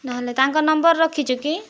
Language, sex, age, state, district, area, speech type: Odia, female, 18-30, Odisha, Kandhamal, rural, spontaneous